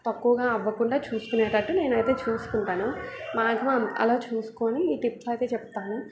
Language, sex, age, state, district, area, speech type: Telugu, female, 18-30, Telangana, Mancherial, rural, spontaneous